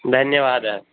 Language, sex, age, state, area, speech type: Sanskrit, male, 18-30, Rajasthan, urban, conversation